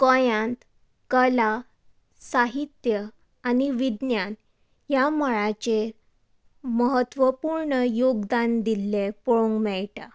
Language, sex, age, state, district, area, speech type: Goan Konkani, female, 18-30, Goa, Tiswadi, rural, spontaneous